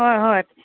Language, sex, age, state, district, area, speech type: Assamese, female, 18-30, Assam, Lakhimpur, rural, conversation